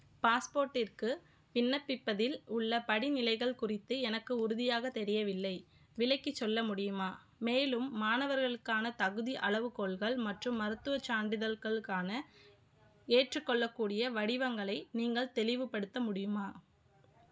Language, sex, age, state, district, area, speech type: Tamil, female, 30-45, Tamil Nadu, Madurai, urban, read